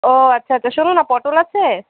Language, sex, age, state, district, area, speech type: Bengali, female, 30-45, West Bengal, Alipurduar, rural, conversation